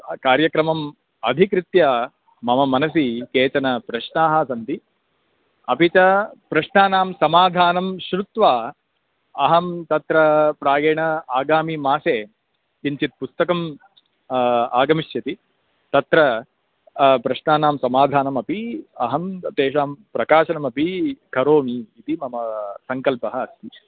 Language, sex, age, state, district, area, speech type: Sanskrit, male, 45-60, Karnataka, Bangalore Urban, urban, conversation